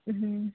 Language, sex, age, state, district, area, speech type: Kannada, female, 30-45, Karnataka, Udupi, rural, conversation